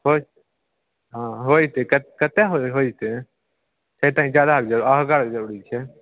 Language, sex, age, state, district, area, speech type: Maithili, male, 18-30, Bihar, Begusarai, rural, conversation